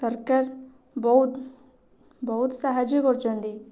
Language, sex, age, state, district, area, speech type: Odia, female, 18-30, Odisha, Kendrapara, urban, spontaneous